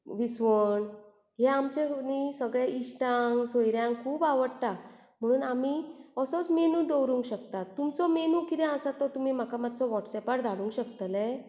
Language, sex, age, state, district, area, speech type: Goan Konkani, female, 45-60, Goa, Bardez, urban, spontaneous